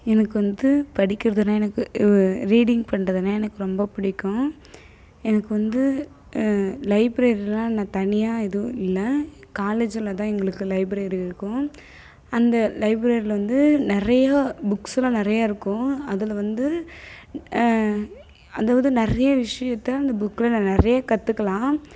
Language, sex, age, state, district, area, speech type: Tamil, female, 18-30, Tamil Nadu, Kallakurichi, rural, spontaneous